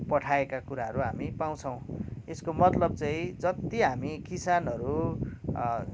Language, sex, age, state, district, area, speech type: Nepali, male, 30-45, West Bengal, Kalimpong, rural, spontaneous